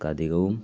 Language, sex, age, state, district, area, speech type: Malayalam, male, 18-30, Kerala, Palakkad, rural, spontaneous